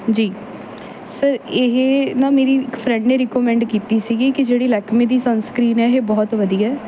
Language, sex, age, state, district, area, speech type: Punjabi, female, 18-30, Punjab, Bathinda, urban, spontaneous